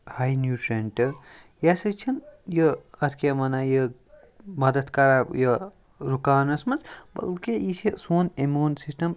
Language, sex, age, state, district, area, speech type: Kashmiri, male, 30-45, Jammu and Kashmir, Kupwara, rural, spontaneous